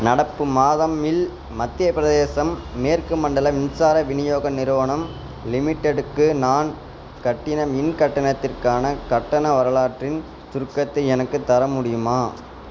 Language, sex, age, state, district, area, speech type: Tamil, male, 18-30, Tamil Nadu, Namakkal, rural, read